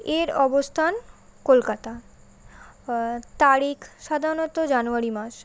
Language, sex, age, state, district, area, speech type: Bengali, female, 18-30, West Bengal, Kolkata, urban, spontaneous